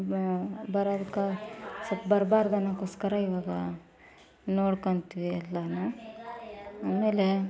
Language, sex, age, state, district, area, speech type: Kannada, female, 18-30, Karnataka, Koppal, rural, spontaneous